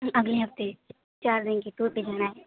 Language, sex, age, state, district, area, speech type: Urdu, female, 18-30, Uttar Pradesh, Mau, urban, conversation